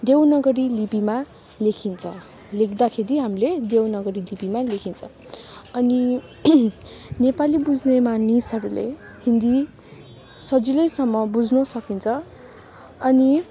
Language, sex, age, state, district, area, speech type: Nepali, female, 30-45, West Bengal, Darjeeling, rural, spontaneous